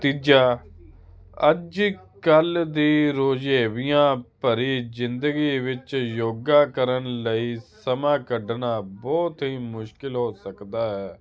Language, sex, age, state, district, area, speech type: Punjabi, male, 30-45, Punjab, Hoshiarpur, urban, spontaneous